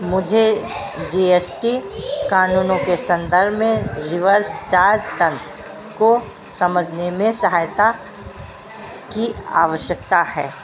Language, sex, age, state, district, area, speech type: Hindi, female, 60+, Uttar Pradesh, Sitapur, rural, read